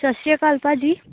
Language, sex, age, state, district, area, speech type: Punjabi, female, 18-30, Punjab, Gurdaspur, rural, conversation